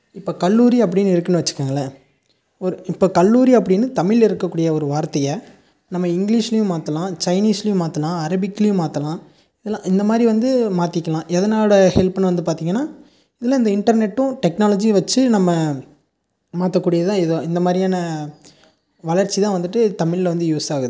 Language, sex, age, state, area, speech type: Tamil, male, 18-30, Tamil Nadu, rural, spontaneous